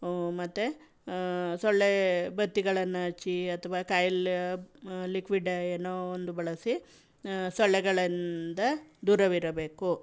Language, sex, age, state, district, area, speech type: Kannada, female, 45-60, Karnataka, Chamarajanagar, rural, spontaneous